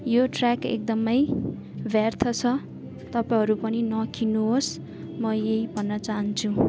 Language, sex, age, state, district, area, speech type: Nepali, female, 18-30, West Bengal, Darjeeling, rural, spontaneous